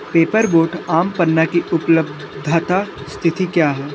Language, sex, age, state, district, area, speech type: Hindi, male, 18-30, Uttar Pradesh, Sonbhadra, rural, read